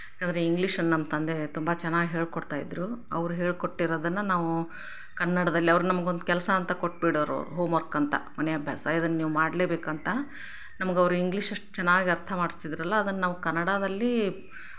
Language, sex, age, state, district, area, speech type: Kannada, female, 45-60, Karnataka, Chikkaballapur, rural, spontaneous